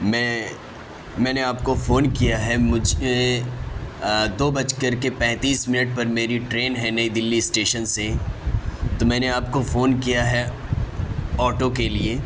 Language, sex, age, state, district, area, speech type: Urdu, male, 18-30, Delhi, Central Delhi, urban, spontaneous